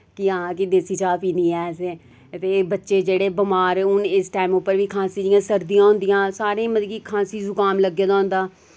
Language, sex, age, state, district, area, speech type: Dogri, female, 30-45, Jammu and Kashmir, Reasi, rural, spontaneous